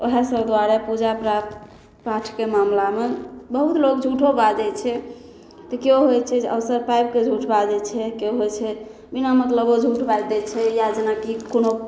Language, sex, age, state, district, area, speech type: Maithili, female, 18-30, Bihar, Samastipur, rural, spontaneous